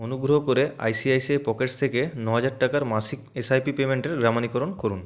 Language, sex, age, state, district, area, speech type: Bengali, male, 18-30, West Bengal, Purulia, urban, read